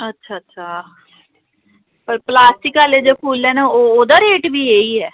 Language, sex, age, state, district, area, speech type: Dogri, female, 30-45, Jammu and Kashmir, Samba, urban, conversation